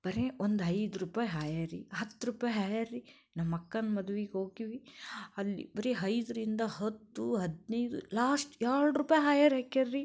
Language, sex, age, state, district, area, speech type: Kannada, female, 30-45, Karnataka, Koppal, rural, spontaneous